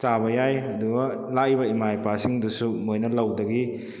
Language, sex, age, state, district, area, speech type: Manipuri, male, 30-45, Manipur, Kakching, rural, spontaneous